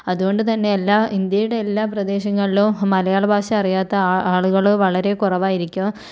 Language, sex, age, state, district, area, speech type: Malayalam, female, 45-60, Kerala, Kozhikode, urban, spontaneous